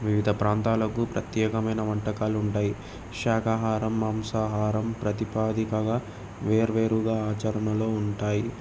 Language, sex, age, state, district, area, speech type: Telugu, male, 18-30, Andhra Pradesh, Krishna, urban, spontaneous